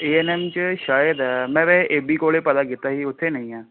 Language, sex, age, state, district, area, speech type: Punjabi, male, 18-30, Punjab, Pathankot, urban, conversation